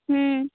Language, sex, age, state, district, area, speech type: Bengali, female, 18-30, West Bengal, Cooch Behar, rural, conversation